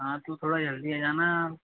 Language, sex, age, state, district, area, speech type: Hindi, male, 30-45, Madhya Pradesh, Harda, urban, conversation